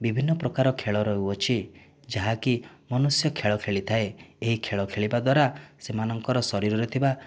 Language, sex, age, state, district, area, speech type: Odia, male, 30-45, Odisha, Kandhamal, rural, spontaneous